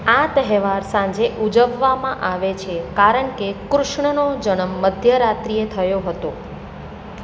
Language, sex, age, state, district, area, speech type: Gujarati, female, 45-60, Gujarat, Surat, urban, read